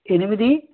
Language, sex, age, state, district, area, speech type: Telugu, male, 18-30, Andhra Pradesh, East Godavari, rural, conversation